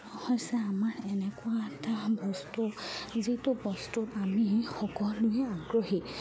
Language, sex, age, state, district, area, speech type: Assamese, female, 30-45, Assam, Charaideo, rural, spontaneous